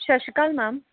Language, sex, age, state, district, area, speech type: Punjabi, female, 18-30, Punjab, Pathankot, rural, conversation